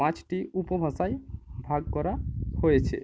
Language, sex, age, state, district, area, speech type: Bengali, male, 18-30, West Bengal, Purba Medinipur, rural, spontaneous